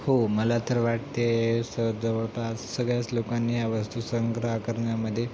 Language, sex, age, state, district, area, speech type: Marathi, male, 18-30, Maharashtra, Nanded, rural, spontaneous